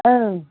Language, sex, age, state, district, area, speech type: Bodo, female, 18-30, Assam, Baksa, rural, conversation